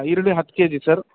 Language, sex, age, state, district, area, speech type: Kannada, male, 18-30, Karnataka, Bellary, rural, conversation